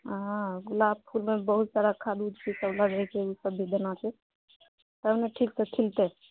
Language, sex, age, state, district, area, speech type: Maithili, female, 60+, Bihar, Purnia, rural, conversation